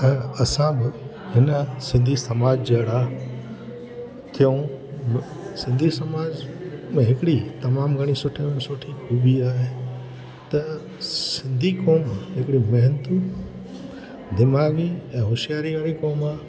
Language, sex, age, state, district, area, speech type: Sindhi, male, 60+, Gujarat, Junagadh, rural, spontaneous